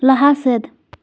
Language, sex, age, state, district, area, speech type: Santali, female, 18-30, West Bengal, Purulia, rural, read